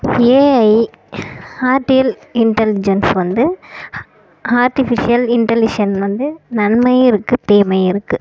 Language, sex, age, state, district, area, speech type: Tamil, female, 18-30, Tamil Nadu, Kallakurichi, rural, spontaneous